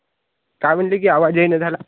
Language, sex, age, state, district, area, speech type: Marathi, male, 18-30, Maharashtra, Hingoli, urban, conversation